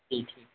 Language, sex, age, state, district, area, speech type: Hindi, male, 30-45, Madhya Pradesh, Harda, urban, conversation